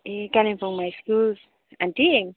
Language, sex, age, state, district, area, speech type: Nepali, female, 30-45, West Bengal, Kalimpong, rural, conversation